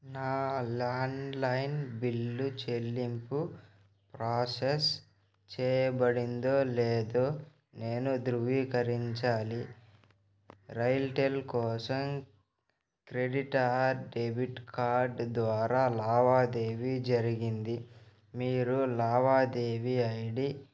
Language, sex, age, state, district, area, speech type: Telugu, male, 18-30, Andhra Pradesh, Nellore, rural, read